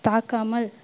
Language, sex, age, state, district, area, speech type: Tamil, female, 45-60, Tamil Nadu, Thanjavur, rural, spontaneous